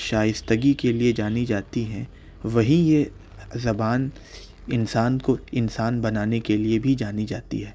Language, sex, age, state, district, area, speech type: Urdu, male, 18-30, Delhi, South Delhi, urban, spontaneous